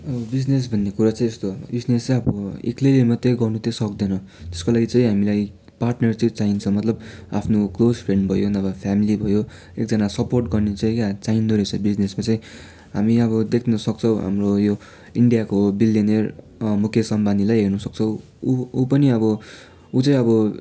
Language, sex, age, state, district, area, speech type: Nepali, male, 18-30, West Bengal, Darjeeling, rural, spontaneous